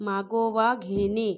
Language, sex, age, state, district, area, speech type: Marathi, female, 30-45, Maharashtra, Nagpur, urban, read